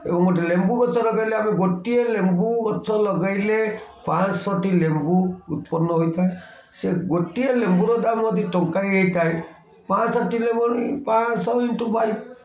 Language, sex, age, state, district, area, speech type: Odia, male, 45-60, Odisha, Kendrapara, urban, spontaneous